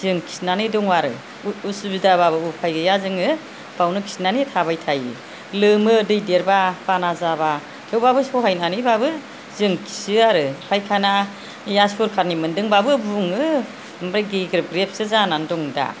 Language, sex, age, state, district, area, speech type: Bodo, female, 60+, Assam, Kokrajhar, rural, spontaneous